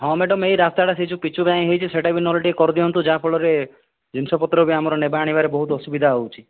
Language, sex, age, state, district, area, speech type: Odia, male, 30-45, Odisha, Kandhamal, rural, conversation